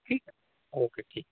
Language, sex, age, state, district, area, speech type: Marathi, male, 30-45, Maharashtra, Yavatmal, urban, conversation